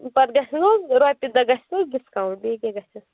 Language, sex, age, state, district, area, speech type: Kashmiri, female, 18-30, Jammu and Kashmir, Anantnag, rural, conversation